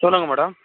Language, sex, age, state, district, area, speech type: Tamil, male, 18-30, Tamil Nadu, Ranipet, urban, conversation